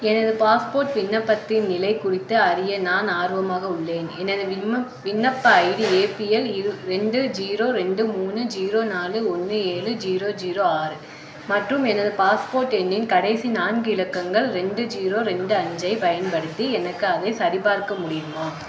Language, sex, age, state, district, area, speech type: Tamil, female, 30-45, Tamil Nadu, Madurai, urban, read